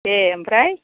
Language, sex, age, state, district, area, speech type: Bodo, female, 60+, Assam, Chirang, rural, conversation